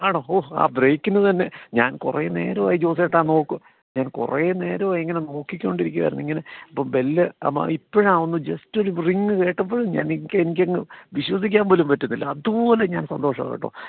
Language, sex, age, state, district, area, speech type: Malayalam, male, 45-60, Kerala, Kottayam, urban, conversation